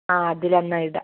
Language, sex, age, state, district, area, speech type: Malayalam, female, 18-30, Kerala, Wayanad, rural, conversation